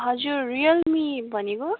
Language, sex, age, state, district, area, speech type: Nepali, female, 18-30, West Bengal, Kalimpong, rural, conversation